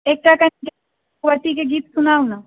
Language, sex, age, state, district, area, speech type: Maithili, female, 30-45, Bihar, Sitamarhi, rural, conversation